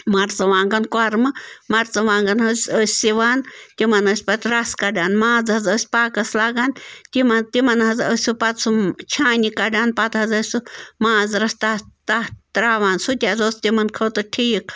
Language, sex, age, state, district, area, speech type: Kashmiri, female, 45-60, Jammu and Kashmir, Bandipora, rural, spontaneous